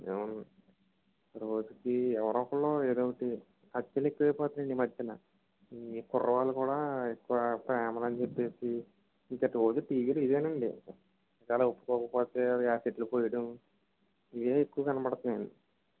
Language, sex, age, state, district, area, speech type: Telugu, male, 18-30, Andhra Pradesh, Kakinada, rural, conversation